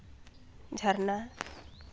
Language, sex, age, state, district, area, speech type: Santali, female, 30-45, West Bengal, Purulia, rural, spontaneous